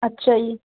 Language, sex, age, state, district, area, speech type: Punjabi, female, 30-45, Punjab, Shaheed Bhagat Singh Nagar, urban, conversation